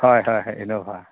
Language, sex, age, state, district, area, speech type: Assamese, male, 45-60, Assam, Dhemaji, urban, conversation